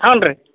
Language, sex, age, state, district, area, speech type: Kannada, male, 45-60, Karnataka, Belgaum, rural, conversation